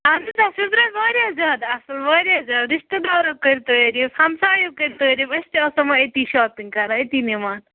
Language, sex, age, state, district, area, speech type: Kashmiri, female, 45-60, Jammu and Kashmir, Ganderbal, rural, conversation